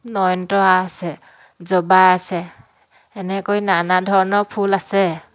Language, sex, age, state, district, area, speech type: Assamese, female, 30-45, Assam, Dhemaji, rural, spontaneous